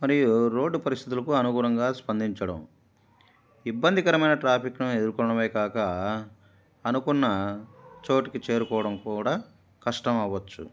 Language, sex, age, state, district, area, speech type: Telugu, male, 45-60, Andhra Pradesh, Kadapa, rural, spontaneous